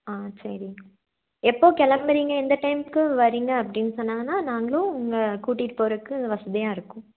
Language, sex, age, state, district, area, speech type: Tamil, female, 18-30, Tamil Nadu, Nilgiris, rural, conversation